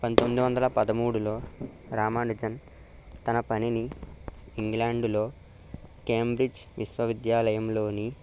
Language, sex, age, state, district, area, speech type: Telugu, male, 45-60, Andhra Pradesh, Eluru, urban, spontaneous